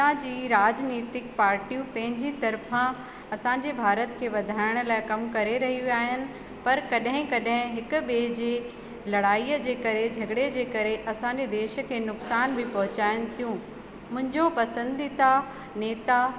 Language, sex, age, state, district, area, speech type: Sindhi, female, 30-45, Madhya Pradesh, Katni, rural, spontaneous